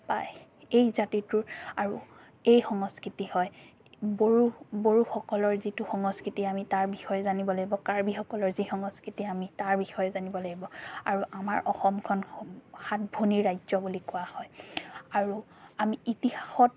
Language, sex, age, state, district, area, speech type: Assamese, female, 30-45, Assam, Biswanath, rural, spontaneous